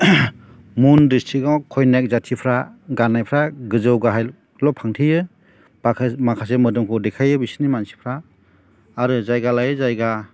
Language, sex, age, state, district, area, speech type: Bodo, male, 45-60, Assam, Chirang, rural, spontaneous